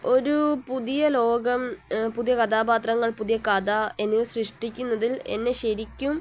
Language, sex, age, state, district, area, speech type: Malayalam, female, 18-30, Kerala, Palakkad, rural, spontaneous